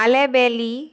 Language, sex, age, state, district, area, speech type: Goan Konkani, female, 18-30, Goa, Murmgao, urban, spontaneous